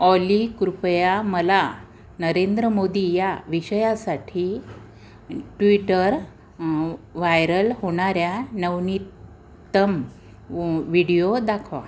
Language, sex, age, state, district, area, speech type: Marathi, female, 30-45, Maharashtra, Amravati, urban, read